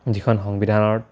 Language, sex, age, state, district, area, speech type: Assamese, male, 18-30, Assam, Dibrugarh, rural, spontaneous